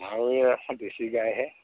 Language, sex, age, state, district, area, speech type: Assamese, male, 60+, Assam, Kamrup Metropolitan, urban, conversation